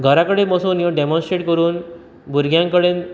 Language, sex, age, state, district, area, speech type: Goan Konkani, male, 30-45, Goa, Bardez, rural, spontaneous